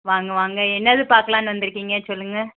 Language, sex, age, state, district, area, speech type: Tamil, female, 18-30, Tamil Nadu, Virudhunagar, rural, conversation